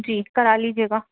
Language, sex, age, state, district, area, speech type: Urdu, female, 18-30, Delhi, Central Delhi, urban, conversation